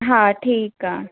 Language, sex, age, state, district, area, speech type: Sindhi, female, 18-30, Maharashtra, Thane, urban, conversation